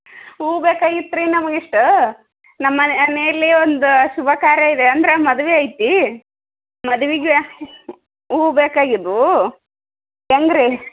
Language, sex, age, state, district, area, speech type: Kannada, female, 18-30, Karnataka, Koppal, rural, conversation